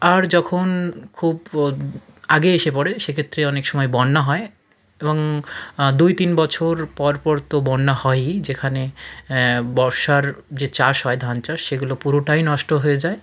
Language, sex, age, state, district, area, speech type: Bengali, male, 30-45, West Bengal, South 24 Parganas, rural, spontaneous